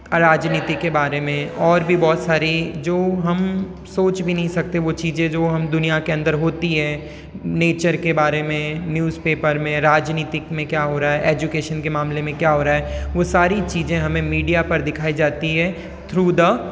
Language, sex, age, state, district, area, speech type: Hindi, female, 18-30, Rajasthan, Jodhpur, urban, spontaneous